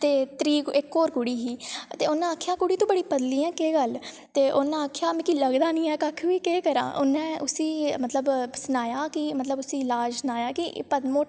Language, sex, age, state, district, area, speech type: Dogri, female, 18-30, Jammu and Kashmir, Reasi, rural, spontaneous